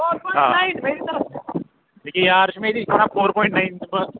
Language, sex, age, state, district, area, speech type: Kashmiri, male, 18-30, Jammu and Kashmir, Pulwama, urban, conversation